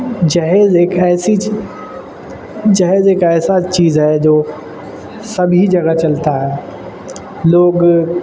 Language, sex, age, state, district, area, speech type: Urdu, male, 18-30, Uttar Pradesh, Shahjahanpur, urban, spontaneous